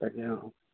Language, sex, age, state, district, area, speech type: Assamese, male, 60+, Assam, Dibrugarh, rural, conversation